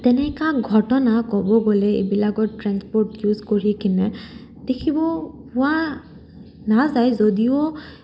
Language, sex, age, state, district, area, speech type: Assamese, female, 18-30, Assam, Kamrup Metropolitan, urban, spontaneous